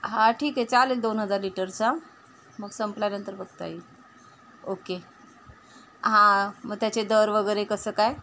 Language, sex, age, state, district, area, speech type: Marathi, female, 30-45, Maharashtra, Ratnagiri, rural, spontaneous